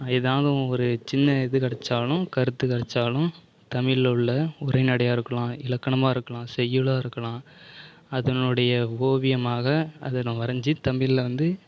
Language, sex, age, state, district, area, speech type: Tamil, male, 30-45, Tamil Nadu, Mayiladuthurai, urban, spontaneous